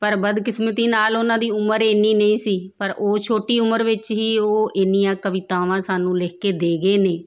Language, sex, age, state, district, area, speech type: Punjabi, female, 30-45, Punjab, Tarn Taran, urban, spontaneous